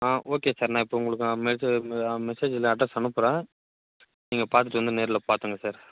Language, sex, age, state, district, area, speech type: Tamil, male, 30-45, Tamil Nadu, Chengalpattu, rural, conversation